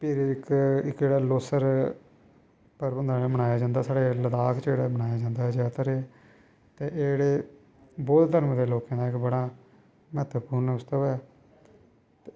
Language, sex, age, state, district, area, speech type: Dogri, male, 18-30, Jammu and Kashmir, Kathua, rural, spontaneous